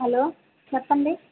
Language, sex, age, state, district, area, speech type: Telugu, female, 18-30, Andhra Pradesh, Kadapa, rural, conversation